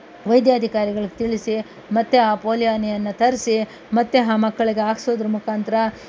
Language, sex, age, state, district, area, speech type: Kannada, female, 45-60, Karnataka, Kolar, rural, spontaneous